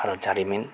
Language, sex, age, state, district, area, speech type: Bodo, male, 45-60, Assam, Chirang, rural, spontaneous